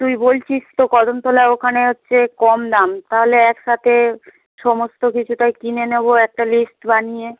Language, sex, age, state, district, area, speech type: Bengali, male, 30-45, West Bengal, Howrah, urban, conversation